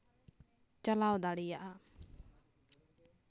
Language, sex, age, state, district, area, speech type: Santali, female, 18-30, West Bengal, Bankura, rural, spontaneous